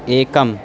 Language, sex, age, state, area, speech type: Sanskrit, male, 18-30, Uttar Pradesh, rural, read